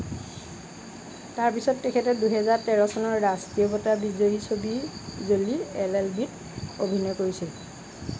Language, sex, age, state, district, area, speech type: Assamese, female, 60+, Assam, Lakhimpur, rural, read